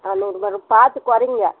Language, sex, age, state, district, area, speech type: Tamil, female, 60+, Tamil Nadu, Vellore, urban, conversation